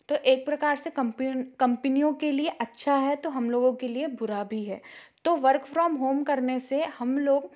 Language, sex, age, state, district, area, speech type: Hindi, female, 30-45, Madhya Pradesh, Jabalpur, urban, spontaneous